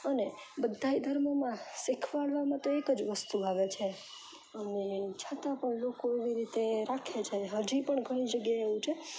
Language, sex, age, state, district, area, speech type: Gujarati, female, 18-30, Gujarat, Rajkot, urban, spontaneous